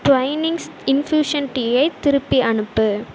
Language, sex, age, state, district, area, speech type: Tamil, female, 18-30, Tamil Nadu, Sivaganga, rural, read